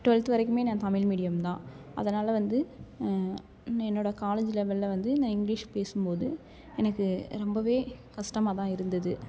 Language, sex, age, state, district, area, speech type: Tamil, female, 18-30, Tamil Nadu, Thanjavur, rural, spontaneous